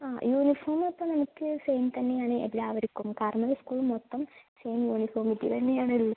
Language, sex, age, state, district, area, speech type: Malayalam, female, 18-30, Kerala, Palakkad, rural, conversation